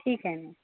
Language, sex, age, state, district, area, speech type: Marathi, female, 18-30, Maharashtra, Gondia, rural, conversation